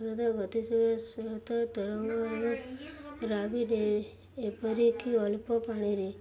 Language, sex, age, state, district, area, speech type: Odia, female, 18-30, Odisha, Subarnapur, urban, spontaneous